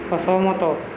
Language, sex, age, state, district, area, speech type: Odia, male, 45-60, Odisha, Subarnapur, urban, read